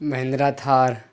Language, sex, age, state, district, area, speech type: Urdu, male, 18-30, Bihar, Gaya, rural, spontaneous